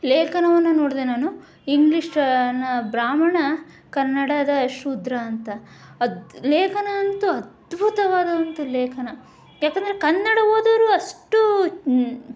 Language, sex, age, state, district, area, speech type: Kannada, female, 18-30, Karnataka, Chitradurga, urban, spontaneous